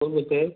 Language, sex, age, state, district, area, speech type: Marathi, male, 45-60, Maharashtra, Raigad, rural, conversation